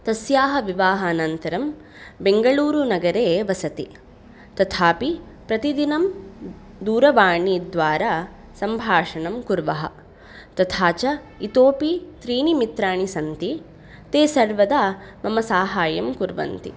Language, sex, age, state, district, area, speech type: Sanskrit, female, 18-30, Karnataka, Udupi, urban, spontaneous